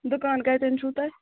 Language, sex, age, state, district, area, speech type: Kashmiri, female, 30-45, Jammu and Kashmir, Ganderbal, rural, conversation